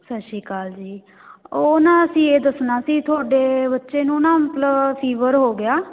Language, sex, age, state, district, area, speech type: Punjabi, female, 18-30, Punjab, Patiala, urban, conversation